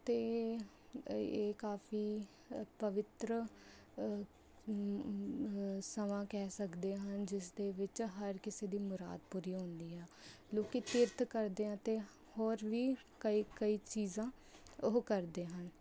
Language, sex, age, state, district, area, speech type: Punjabi, female, 18-30, Punjab, Rupnagar, urban, spontaneous